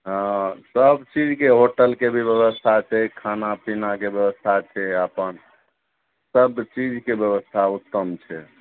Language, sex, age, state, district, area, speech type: Maithili, male, 45-60, Bihar, Araria, rural, conversation